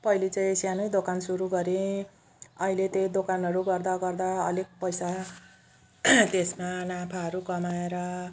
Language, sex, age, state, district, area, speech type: Nepali, female, 45-60, West Bengal, Jalpaiguri, urban, spontaneous